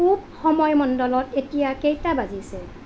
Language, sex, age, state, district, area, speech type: Assamese, female, 30-45, Assam, Nalbari, rural, read